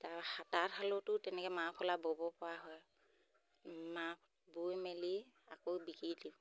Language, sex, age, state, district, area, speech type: Assamese, female, 45-60, Assam, Sivasagar, rural, spontaneous